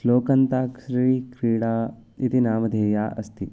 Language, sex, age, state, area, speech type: Sanskrit, male, 18-30, Uttarakhand, urban, spontaneous